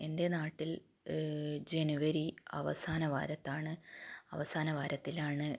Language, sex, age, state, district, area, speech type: Malayalam, female, 18-30, Kerala, Kannur, rural, spontaneous